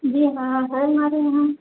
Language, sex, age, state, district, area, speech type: Hindi, female, 45-60, Uttar Pradesh, Ayodhya, rural, conversation